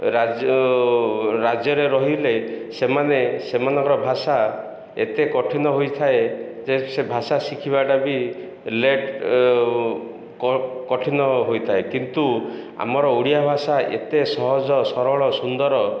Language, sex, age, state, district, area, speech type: Odia, male, 45-60, Odisha, Ganjam, urban, spontaneous